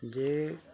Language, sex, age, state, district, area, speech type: Punjabi, male, 60+, Punjab, Bathinda, rural, spontaneous